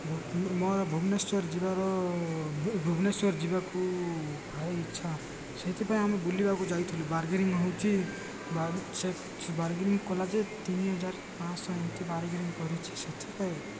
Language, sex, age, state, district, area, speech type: Odia, male, 18-30, Odisha, Koraput, urban, spontaneous